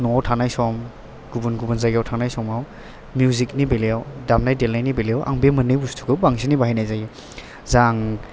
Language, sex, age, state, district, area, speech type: Bodo, male, 18-30, Assam, Chirang, urban, spontaneous